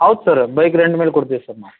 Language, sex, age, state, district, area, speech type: Kannada, male, 45-60, Karnataka, Dharwad, rural, conversation